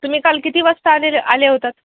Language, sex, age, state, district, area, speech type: Marathi, female, 18-30, Maharashtra, Nanded, rural, conversation